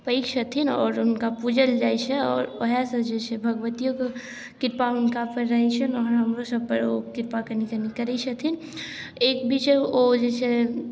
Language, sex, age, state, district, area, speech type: Maithili, female, 18-30, Bihar, Darbhanga, rural, spontaneous